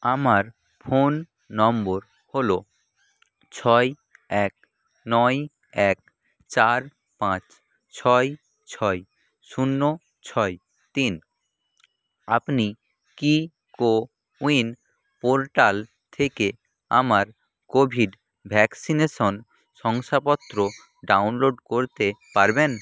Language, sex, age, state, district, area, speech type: Bengali, male, 30-45, West Bengal, Nadia, rural, read